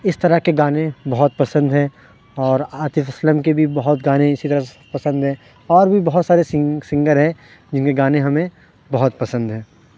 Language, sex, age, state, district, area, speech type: Urdu, male, 18-30, Uttar Pradesh, Lucknow, urban, spontaneous